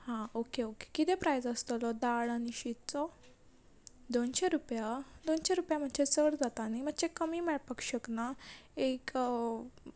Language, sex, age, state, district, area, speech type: Goan Konkani, female, 18-30, Goa, Ponda, rural, spontaneous